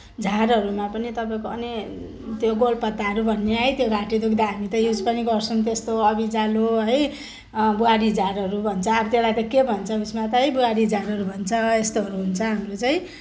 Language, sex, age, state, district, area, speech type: Nepali, female, 30-45, West Bengal, Kalimpong, rural, spontaneous